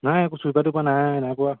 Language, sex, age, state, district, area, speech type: Assamese, male, 18-30, Assam, Sivasagar, urban, conversation